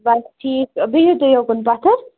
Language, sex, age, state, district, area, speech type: Kashmiri, female, 18-30, Jammu and Kashmir, Baramulla, rural, conversation